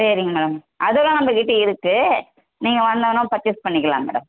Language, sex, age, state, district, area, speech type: Tamil, female, 18-30, Tamil Nadu, Tenkasi, urban, conversation